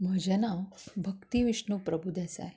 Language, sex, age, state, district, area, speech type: Goan Konkani, female, 30-45, Goa, Canacona, rural, spontaneous